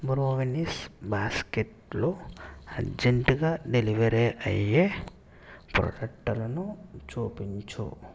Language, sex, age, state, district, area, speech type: Telugu, male, 60+, Andhra Pradesh, Eluru, rural, read